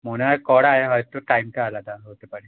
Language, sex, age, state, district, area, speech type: Bengali, male, 18-30, West Bengal, Howrah, urban, conversation